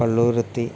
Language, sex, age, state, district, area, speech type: Malayalam, male, 30-45, Kerala, Wayanad, rural, spontaneous